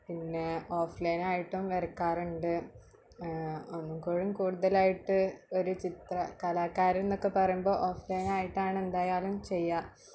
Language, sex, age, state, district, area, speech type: Malayalam, female, 18-30, Kerala, Malappuram, rural, spontaneous